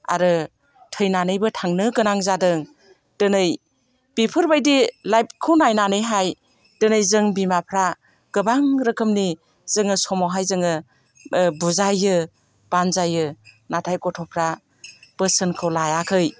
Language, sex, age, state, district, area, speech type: Bodo, female, 60+, Assam, Chirang, rural, spontaneous